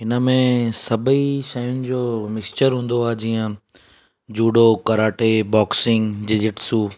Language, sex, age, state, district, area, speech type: Sindhi, male, 30-45, Gujarat, Surat, urban, spontaneous